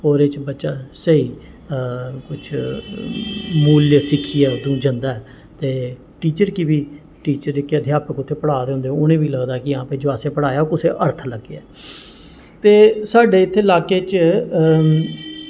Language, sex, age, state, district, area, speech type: Dogri, male, 45-60, Jammu and Kashmir, Jammu, urban, spontaneous